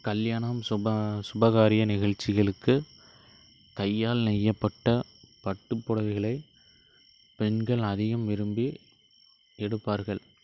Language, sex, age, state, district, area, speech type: Tamil, male, 45-60, Tamil Nadu, Ariyalur, rural, spontaneous